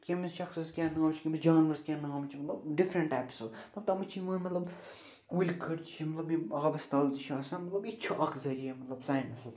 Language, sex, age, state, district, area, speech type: Kashmiri, male, 30-45, Jammu and Kashmir, Srinagar, urban, spontaneous